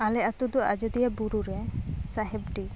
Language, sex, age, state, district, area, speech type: Santali, female, 18-30, West Bengal, Purulia, rural, spontaneous